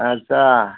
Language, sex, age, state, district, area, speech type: Hindi, male, 60+, Uttar Pradesh, Chandauli, rural, conversation